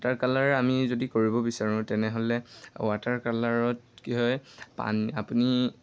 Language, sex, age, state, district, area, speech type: Assamese, male, 18-30, Assam, Lakhimpur, rural, spontaneous